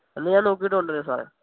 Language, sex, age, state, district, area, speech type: Malayalam, male, 18-30, Kerala, Wayanad, rural, conversation